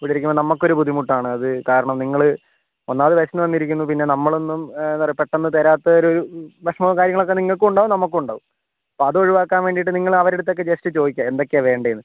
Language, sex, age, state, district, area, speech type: Malayalam, male, 45-60, Kerala, Kozhikode, urban, conversation